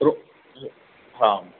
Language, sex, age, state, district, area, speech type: Sindhi, male, 30-45, Madhya Pradesh, Katni, urban, conversation